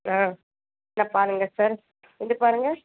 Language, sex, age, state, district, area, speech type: Tamil, female, 18-30, Tamil Nadu, Kanyakumari, rural, conversation